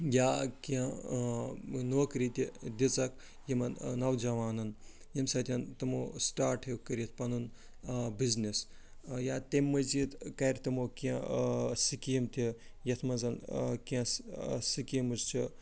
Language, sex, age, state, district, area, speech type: Kashmiri, male, 45-60, Jammu and Kashmir, Ganderbal, urban, spontaneous